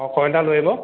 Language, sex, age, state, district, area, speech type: Assamese, male, 30-45, Assam, Sivasagar, urban, conversation